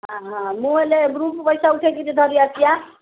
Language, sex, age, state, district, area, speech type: Odia, female, 60+, Odisha, Jharsuguda, rural, conversation